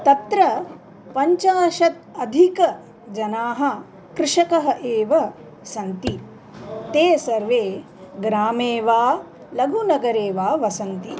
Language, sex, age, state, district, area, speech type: Sanskrit, female, 45-60, Andhra Pradesh, Nellore, urban, spontaneous